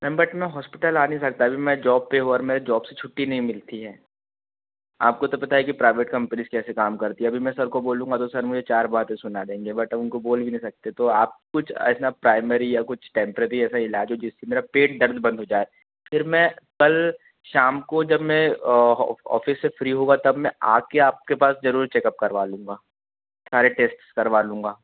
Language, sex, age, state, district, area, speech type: Hindi, male, 18-30, Madhya Pradesh, Betul, urban, conversation